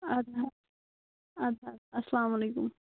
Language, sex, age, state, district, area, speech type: Kashmiri, female, 18-30, Jammu and Kashmir, Kulgam, rural, conversation